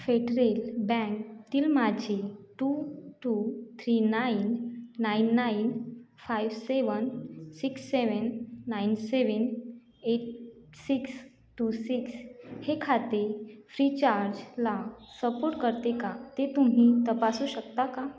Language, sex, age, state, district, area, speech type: Marathi, female, 18-30, Maharashtra, Washim, rural, read